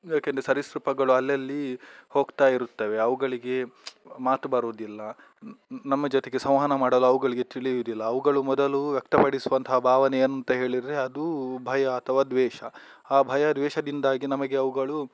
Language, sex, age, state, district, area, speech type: Kannada, male, 18-30, Karnataka, Udupi, rural, spontaneous